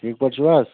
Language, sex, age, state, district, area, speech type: Kashmiri, male, 30-45, Jammu and Kashmir, Budgam, rural, conversation